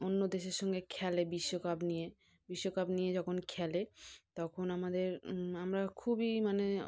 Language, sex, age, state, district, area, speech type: Bengali, female, 30-45, West Bengal, South 24 Parganas, rural, spontaneous